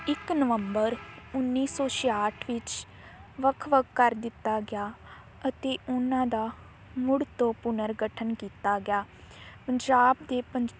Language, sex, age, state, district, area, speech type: Punjabi, female, 18-30, Punjab, Fazilka, rural, spontaneous